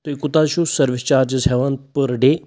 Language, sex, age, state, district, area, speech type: Kashmiri, male, 30-45, Jammu and Kashmir, Pulwama, urban, spontaneous